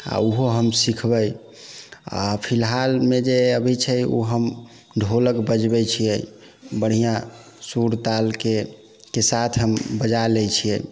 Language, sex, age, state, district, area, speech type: Maithili, male, 45-60, Bihar, Sitamarhi, rural, spontaneous